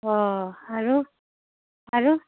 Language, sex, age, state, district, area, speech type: Assamese, female, 30-45, Assam, Darrang, rural, conversation